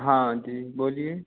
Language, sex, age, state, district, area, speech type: Hindi, male, 18-30, Madhya Pradesh, Hoshangabad, urban, conversation